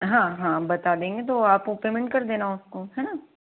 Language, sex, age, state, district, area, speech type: Hindi, female, 45-60, Madhya Pradesh, Ujjain, rural, conversation